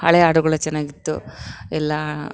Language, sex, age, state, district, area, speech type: Kannada, female, 45-60, Karnataka, Vijayanagara, rural, spontaneous